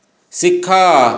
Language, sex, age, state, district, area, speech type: Odia, male, 45-60, Odisha, Dhenkanal, rural, read